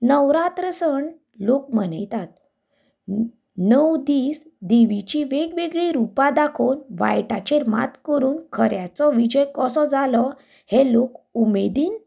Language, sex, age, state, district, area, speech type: Goan Konkani, female, 30-45, Goa, Canacona, rural, spontaneous